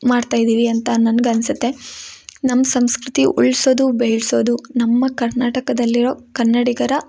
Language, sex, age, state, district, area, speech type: Kannada, female, 18-30, Karnataka, Chikkamagaluru, rural, spontaneous